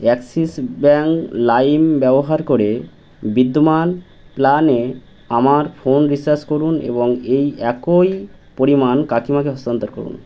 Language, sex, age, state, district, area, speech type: Bengali, male, 18-30, West Bengal, Birbhum, urban, read